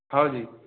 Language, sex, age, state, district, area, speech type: Hindi, male, 18-30, Madhya Pradesh, Balaghat, rural, conversation